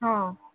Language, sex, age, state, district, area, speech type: Odia, female, 45-60, Odisha, Sundergarh, rural, conversation